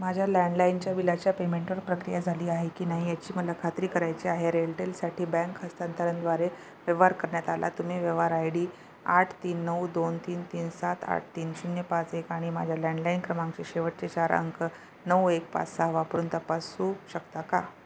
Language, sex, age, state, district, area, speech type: Marathi, female, 30-45, Maharashtra, Nanded, rural, read